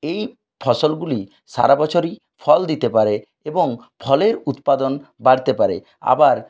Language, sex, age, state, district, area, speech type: Bengali, male, 60+, West Bengal, Purulia, rural, spontaneous